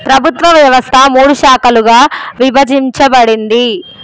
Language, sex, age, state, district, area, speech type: Telugu, female, 18-30, Telangana, Jayashankar, rural, read